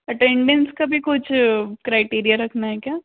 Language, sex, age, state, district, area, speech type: Hindi, female, 60+, Madhya Pradesh, Bhopal, urban, conversation